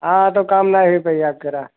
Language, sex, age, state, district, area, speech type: Hindi, male, 30-45, Uttar Pradesh, Sitapur, rural, conversation